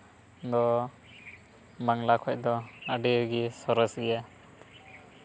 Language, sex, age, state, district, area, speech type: Santali, male, 18-30, West Bengal, Purba Bardhaman, rural, spontaneous